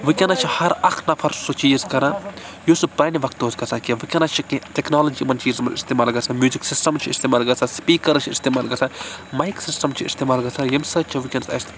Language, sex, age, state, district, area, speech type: Kashmiri, male, 18-30, Jammu and Kashmir, Baramulla, urban, spontaneous